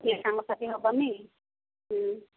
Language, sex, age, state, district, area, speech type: Odia, female, 45-60, Odisha, Gajapati, rural, conversation